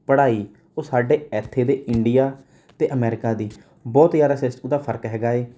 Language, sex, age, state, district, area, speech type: Punjabi, male, 18-30, Punjab, Rupnagar, rural, spontaneous